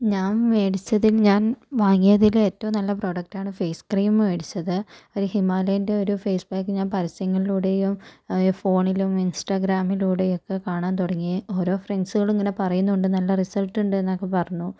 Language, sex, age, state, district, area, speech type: Malayalam, female, 45-60, Kerala, Kozhikode, urban, spontaneous